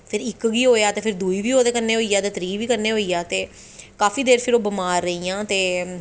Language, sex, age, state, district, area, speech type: Dogri, female, 30-45, Jammu and Kashmir, Jammu, urban, spontaneous